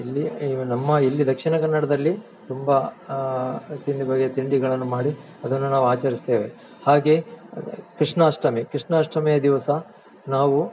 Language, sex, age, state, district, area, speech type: Kannada, male, 45-60, Karnataka, Dakshina Kannada, rural, spontaneous